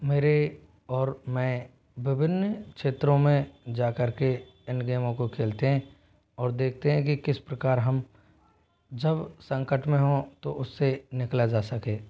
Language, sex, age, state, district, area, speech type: Hindi, male, 18-30, Rajasthan, Jodhpur, rural, spontaneous